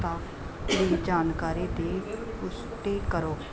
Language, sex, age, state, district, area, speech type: Punjabi, female, 30-45, Punjab, Gurdaspur, urban, read